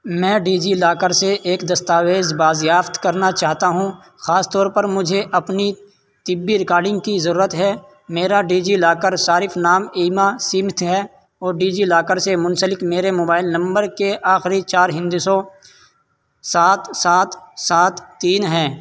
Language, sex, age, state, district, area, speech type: Urdu, male, 18-30, Uttar Pradesh, Saharanpur, urban, read